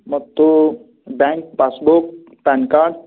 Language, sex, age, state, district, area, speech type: Kannada, male, 30-45, Karnataka, Belgaum, rural, conversation